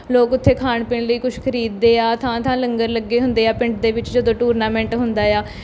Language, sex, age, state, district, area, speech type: Punjabi, female, 18-30, Punjab, Mohali, urban, spontaneous